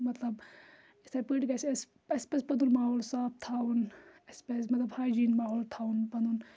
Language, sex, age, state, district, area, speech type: Kashmiri, female, 18-30, Jammu and Kashmir, Kupwara, rural, spontaneous